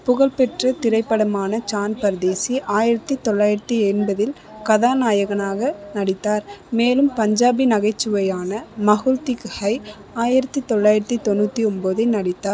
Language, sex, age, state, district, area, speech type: Tamil, female, 18-30, Tamil Nadu, Dharmapuri, urban, read